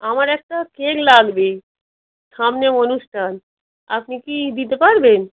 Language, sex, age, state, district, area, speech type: Bengali, female, 45-60, West Bengal, North 24 Parganas, urban, conversation